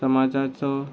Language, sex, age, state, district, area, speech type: Goan Konkani, male, 30-45, Goa, Murmgao, rural, spontaneous